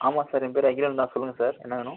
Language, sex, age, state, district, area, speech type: Tamil, male, 30-45, Tamil Nadu, Pudukkottai, rural, conversation